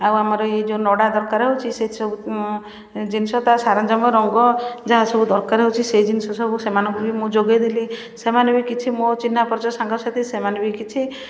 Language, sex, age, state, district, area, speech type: Odia, female, 60+, Odisha, Puri, urban, spontaneous